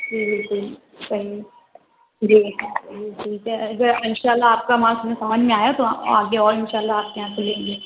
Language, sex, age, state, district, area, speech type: Urdu, female, 18-30, Uttar Pradesh, Lucknow, rural, conversation